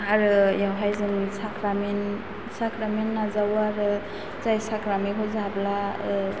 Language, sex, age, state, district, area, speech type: Bodo, female, 18-30, Assam, Chirang, rural, spontaneous